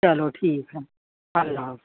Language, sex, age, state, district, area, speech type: Urdu, female, 60+, Uttar Pradesh, Rampur, urban, conversation